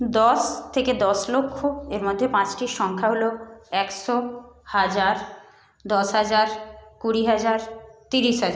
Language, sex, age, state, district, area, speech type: Bengali, female, 30-45, West Bengal, Paschim Medinipur, rural, spontaneous